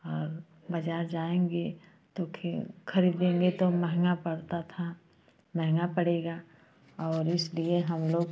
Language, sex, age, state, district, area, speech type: Hindi, female, 45-60, Uttar Pradesh, Jaunpur, rural, spontaneous